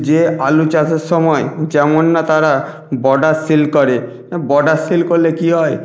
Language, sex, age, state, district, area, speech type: Bengali, male, 30-45, West Bengal, Nadia, rural, spontaneous